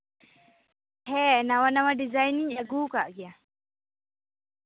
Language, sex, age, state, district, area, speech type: Santali, female, 18-30, West Bengal, Purba Bardhaman, rural, conversation